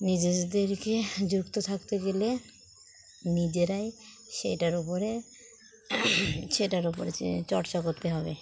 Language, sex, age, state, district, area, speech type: Bengali, female, 45-60, West Bengal, Dakshin Dinajpur, urban, spontaneous